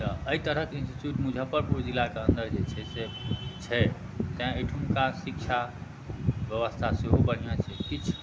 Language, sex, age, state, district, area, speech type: Maithili, male, 30-45, Bihar, Muzaffarpur, urban, spontaneous